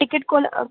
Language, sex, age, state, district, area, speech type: Marathi, female, 18-30, Maharashtra, Solapur, urban, conversation